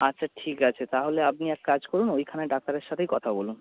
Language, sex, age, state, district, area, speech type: Bengali, male, 30-45, West Bengal, North 24 Parganas, urban, conversation